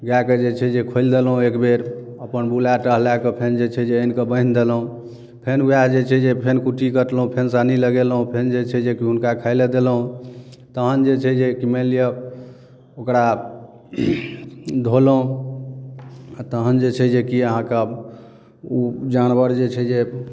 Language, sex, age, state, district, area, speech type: Maithili, male, 30-45, Bihar, Darbhanga, urban, spontaneous